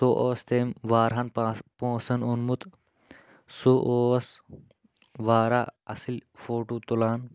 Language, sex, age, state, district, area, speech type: Kashmiri, male, 18-30, Jammu and Kashmir, Kulgam, rural, spontaneous